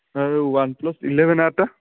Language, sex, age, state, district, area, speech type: Odia, male, 30-45, Odisha, Puri, urban, conversation